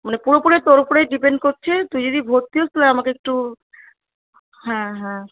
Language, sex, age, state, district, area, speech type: Bengali, female, 45-60, West Bengal, Darjeeling, rural, conversation